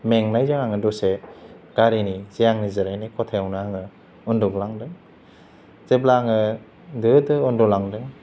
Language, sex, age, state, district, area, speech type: Bodo, male, 30-45, Assam, Chirang, rural, spontaneous